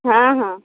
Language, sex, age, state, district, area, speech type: Odia, female, 60+, Odisha, Angul, rural, conversation